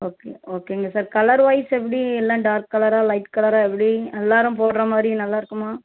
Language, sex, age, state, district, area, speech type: Tamil, female, 30-45, Tamil Nadu, Thoothukudi, rural, conversation